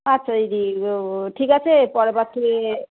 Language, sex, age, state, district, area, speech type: Bengali, female, 30-45, West Bengal, Howrah, urban, conversation